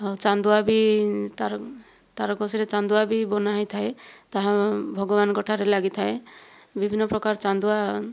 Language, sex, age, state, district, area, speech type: Odia, female, 60+, Odisha, Kandhamal, rural, spontaneous